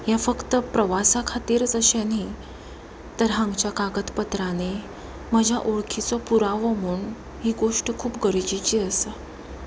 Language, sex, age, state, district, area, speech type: Goan Konkani, female, 30-45, Goa, Pernem, rural, spontaneous